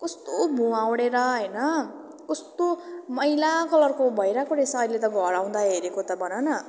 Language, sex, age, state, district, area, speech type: Nepali, female, 18-30, West Bengal, Jalpaiguri, rural, spontaneous